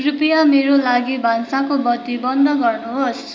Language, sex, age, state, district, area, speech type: Nepali, female, 18-30, West Bengal, Darjeeling, rural, read